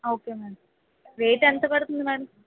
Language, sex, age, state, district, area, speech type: Telugu, female, 30-45, Andhra Pradesh, Vizianagaram, urban, conversation